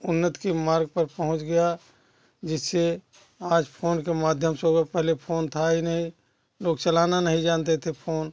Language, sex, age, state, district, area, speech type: Hindi, male, 60+, Uttar Pradesh, Jaunpur, rural, spontaneous